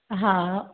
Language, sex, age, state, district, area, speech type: Sindhi, female, 60+, Maharashtra, Thane, urban, conversation